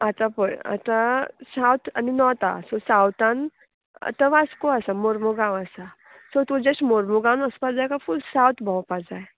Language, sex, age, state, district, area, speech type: Goan Konkani, female, 18-30, Goa, Murmgao, urban, conversation